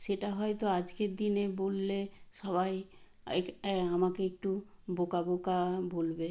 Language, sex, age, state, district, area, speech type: Bengali, female, 60+, West Bengal, Purba Medinipur, rural, spontaneous